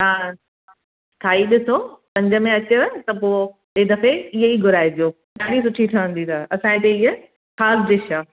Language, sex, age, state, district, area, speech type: Sindhi, female, 30-45, Maharashtra, Thane, urban, conversation